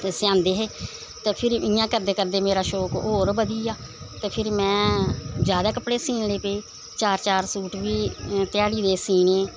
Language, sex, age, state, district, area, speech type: Dogri, female, 60+, Jammu and Kashmir, Samba, rural, spontaneous